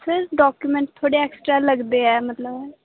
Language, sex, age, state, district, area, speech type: Punjabi, female, 18-30, Punjab, Muktsar, urban, conversation